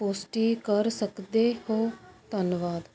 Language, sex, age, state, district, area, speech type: Punjabi, female, 30-45, Punjab, Ludhiana, rural, read